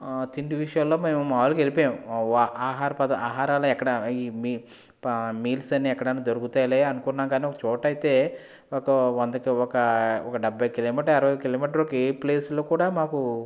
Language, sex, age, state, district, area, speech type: Telugu, male, 30-45, Andhra Pradesh, West Godavari, rural, spontaneous